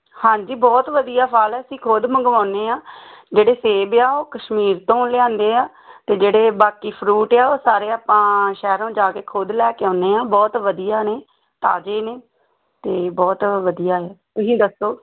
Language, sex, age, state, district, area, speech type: Punjabi, female, 30-45, Punjab, Tarn Taran, rural, conversation